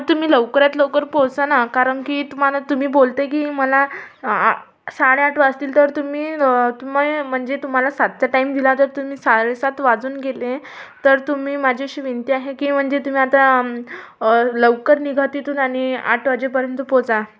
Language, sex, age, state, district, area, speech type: Marathi, female, 18-30, Maharashtra, Amravati, urban, spontaneous